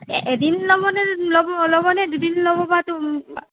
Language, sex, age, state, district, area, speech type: Assamese, female, 18-30, Assam, Morigaon, rural, conversation